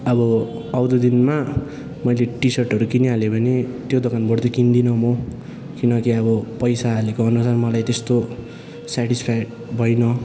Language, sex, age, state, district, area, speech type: Nepali, male, 18-30, West Bengal, Darjeeling, rural, spontaneous